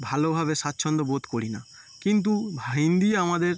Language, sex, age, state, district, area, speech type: Bengali, male, 18-30, West Bengal, Howrah, urban, spontaneous